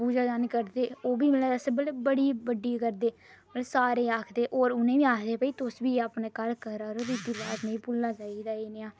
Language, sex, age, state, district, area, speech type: Dogri, female, 30-45, Jammu and Kashmir, Reasi, rural, spontaneous